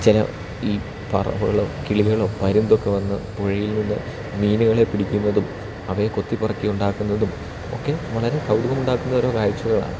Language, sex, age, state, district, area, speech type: Malayalam, male, 30-45, Kerala, Idukki, rural, spontaneous